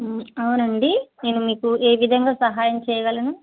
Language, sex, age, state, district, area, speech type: Telugu, female, 30-45, Telangana, Bhadradri Kothagudem, urban, conversation